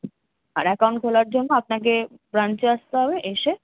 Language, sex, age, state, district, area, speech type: Bengali, female, 30-45, West Bengal, Kolkata, urban, conversation